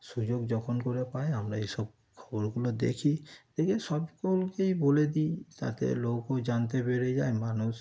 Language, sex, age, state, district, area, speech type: Bengali, male, 30-45, West Bengal, Darjeeling, rural, spontaneous